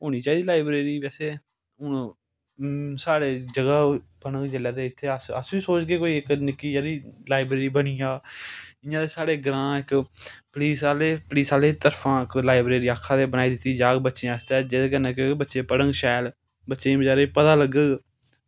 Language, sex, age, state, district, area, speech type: Dogri, male, 30-45, Jammu and Kashmir, Samba, rural, spontaneous